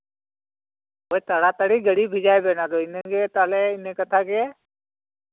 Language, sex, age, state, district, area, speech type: Santali, male, 45-60, West Bengal, Bankura, rural, conversation